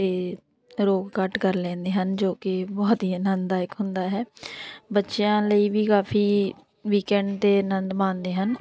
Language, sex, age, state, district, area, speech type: Punjabi, female, 30-45, Punjab, Tarn Taran, rural, spontaneous